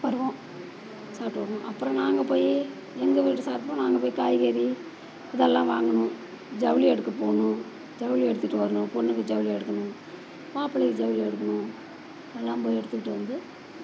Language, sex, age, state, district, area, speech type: Tamil, female, 60+, Tamil Nadu, Perambalur, rural, spontaneous